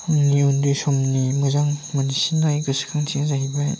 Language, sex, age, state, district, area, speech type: Bodo, male, 30-45, Assam, Chirang, rural, spontaneous